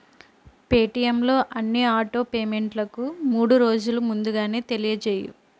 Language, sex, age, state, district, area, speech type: Telugu, female, 45-60, Andhra Pradesh, Konaseema, rural, read